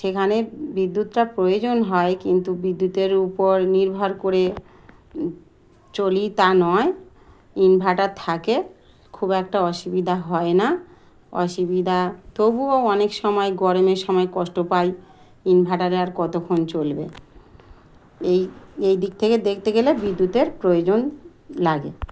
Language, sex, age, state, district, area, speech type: Bengali, female, 45-60, West Bengal, Dakshin Dinajpur, urban, spontaneous